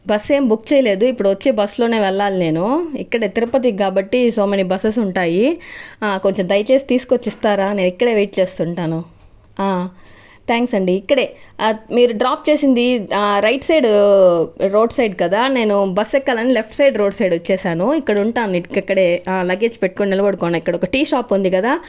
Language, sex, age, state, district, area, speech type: Telugu, female, 60+, Andhra Pradesh, Chittoor, rural, spontaneous